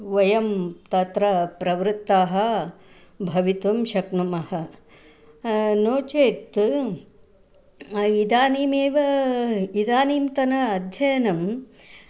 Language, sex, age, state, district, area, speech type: Sanskrit, female, 60+, Karnataka, Bangalore Urban, rural, spontaneous